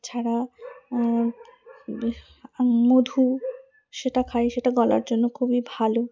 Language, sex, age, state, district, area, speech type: Bengali, female, 30-45, West Bengal, Darjeeling, urban, spontaneous